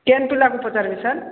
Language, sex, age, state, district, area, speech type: Odia, female, 45-60, Odisha, Sambalpur, rural, conversation